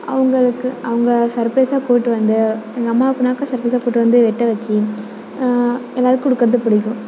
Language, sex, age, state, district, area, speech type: Tamil, female, 18-30, Tamil Nadu, Mayiladuthurai, urban, spontaneous